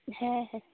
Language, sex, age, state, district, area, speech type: Santali, female, 18-30, West Bengal, Purulia, rural, conversation